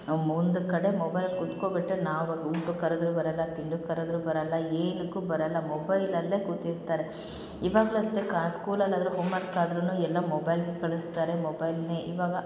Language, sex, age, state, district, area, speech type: Kannada, female, 18-30, Karnataka, Hassan, rural, spontaneous